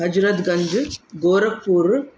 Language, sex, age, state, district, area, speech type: Sindhi, female, 45-60, Uttar Pradesh, Lucknow, urban, spontaneous